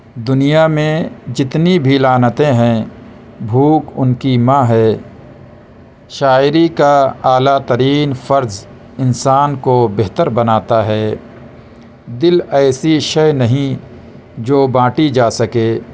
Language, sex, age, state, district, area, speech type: Urdu, male, 30-45, Uttar Pradesh, Balrampur, rural, spontaneous